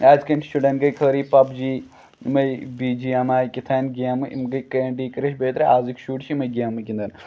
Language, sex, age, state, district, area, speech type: Kashmiri, male, 18-30, Jammu and Kashmir, Pulwama, urban, spontaneous